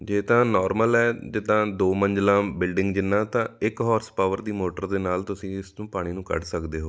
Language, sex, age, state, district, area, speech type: Punjabi, male, 30-45, Punjab, Amritsar, urban, spontaneous